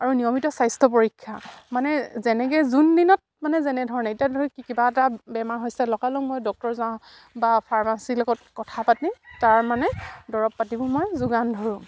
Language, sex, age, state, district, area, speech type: Assamese, female, 45-60, Assam, Dibrugarh, rural, spontaneous